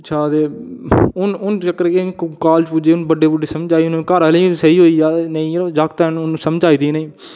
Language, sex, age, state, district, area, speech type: Dogri, male, 18-30, Jammu and Kashmir, Udhampur, rural, spontaneous